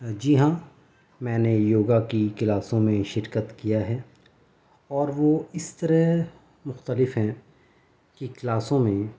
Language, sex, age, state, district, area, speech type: Urdu, male, 30-45, Delhi, South Delhi, rural, spontaneous